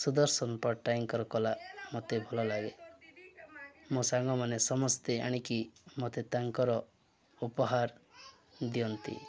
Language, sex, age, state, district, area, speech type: Odia, male, 45-60, Odisha, Nuapada, rural, spontaneous